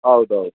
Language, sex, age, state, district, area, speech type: Kannada, male, 30-45, Karnataka, Udupi, rural, conversation